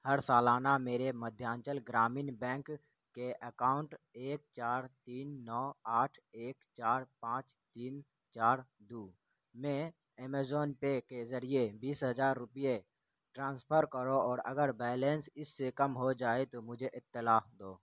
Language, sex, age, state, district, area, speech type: Urdu, male, 18-30, Bihar, Saharsa, urban, read